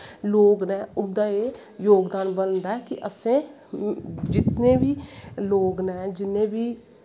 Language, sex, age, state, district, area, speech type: Dogri, female, 30-45, Jammu and Kashmir, Kathua, rural, spontaneous